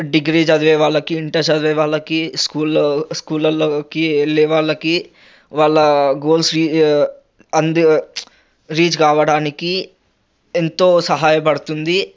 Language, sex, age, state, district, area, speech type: Telugu, male, 18-30, Telangana, Ranga Reddy, urban, spontaneous